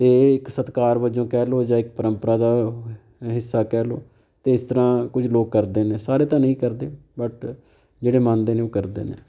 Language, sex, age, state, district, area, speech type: Punjabi, male, 30-45, Punjab, Fatehgarh Sahib, rural, spontaneous